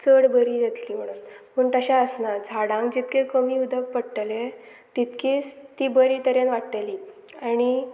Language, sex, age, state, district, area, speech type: Goan Konkani, female, 18-30, Goa, Murmgao, rural, spontaneous